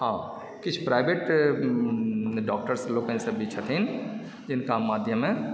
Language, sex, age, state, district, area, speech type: Maithili, male, 45-60, Bihar, Supaul, urban, spontaneous